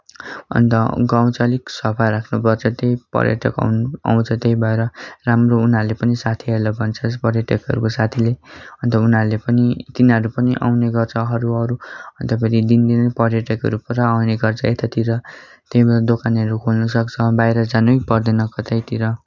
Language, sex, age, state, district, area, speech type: Nepali, male, 18-30, West Bengal, Darjeeling, rural, spontaneous